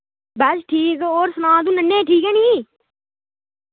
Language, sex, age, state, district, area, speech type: Dogri, male, 18-30, Jammu and Kashmir, Reasi, rural, conversation